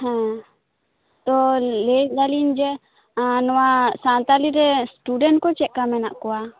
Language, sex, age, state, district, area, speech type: Santali, female, 18-30, West Bengal, Bankura, rural, conversation